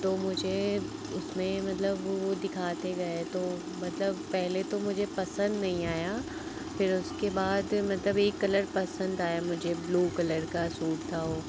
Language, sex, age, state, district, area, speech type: Hindi, female, 18-30, Uttar Pradesh, Pratapgarh, rural, spontaneous